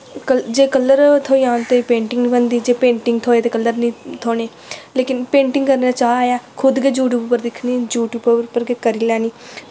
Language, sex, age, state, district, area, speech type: Dogri, female, 18-30, Jammu and Kashmir, Samba, rural, spontaneous